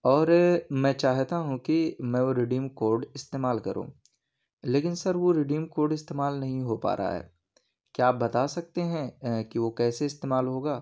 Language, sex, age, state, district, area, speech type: Urdu, male, 18-30, Uttar Pradesh, Ghaziabad, urban, spontaneous